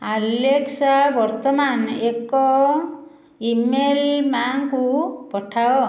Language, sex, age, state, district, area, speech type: Odia, female, 60+, Odisha, Khordha, rural, read